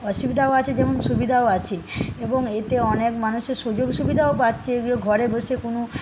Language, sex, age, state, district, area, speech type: Bengali, female, 30-45, West Bengal, Paschim Medinipur, rural, spontaneous